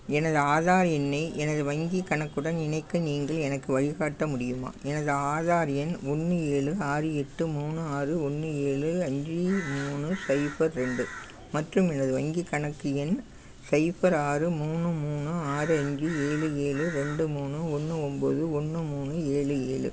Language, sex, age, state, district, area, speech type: Tamil, female, 60+, Tamil Nadu, Thanjavur, urban, read